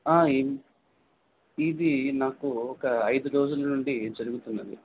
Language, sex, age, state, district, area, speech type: Telugu, male, 18-30, Andhra Pradesh, Visakhapatnam, urban, conversation